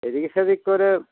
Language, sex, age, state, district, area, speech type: Bengali, male, 45-60, West Bengal, Dakshin Dinajpur, rural, conversation